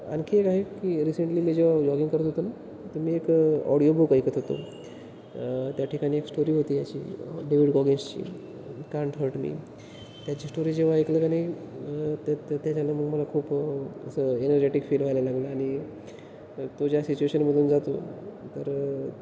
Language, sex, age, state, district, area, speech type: Marathi, male, 18-30, Maharashtra, Wardha, urban, spontaneous